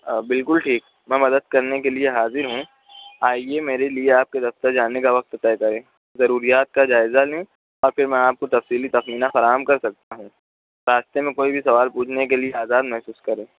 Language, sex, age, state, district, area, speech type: Urdu, male, 45-60, Maharashtra, Nashik, urban, conversation